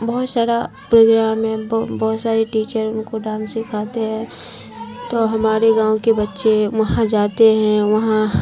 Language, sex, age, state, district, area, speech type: Urdu, female, 30-45, Bihar, Khagaria, rural, spontaneous